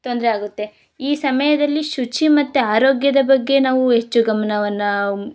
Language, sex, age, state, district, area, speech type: Kannada, female, 18-30, Karnataka, Chikkamagaluru, rural, spontaneous